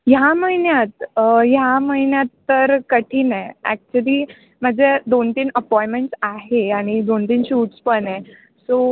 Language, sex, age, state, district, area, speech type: Marathi, female, 18-30, Maharashtra, Nashik, urban, conversation